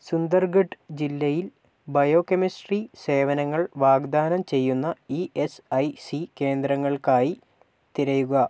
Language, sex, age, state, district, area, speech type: Malayalam, male, 18-30, Kerala, Wayanad, rural, read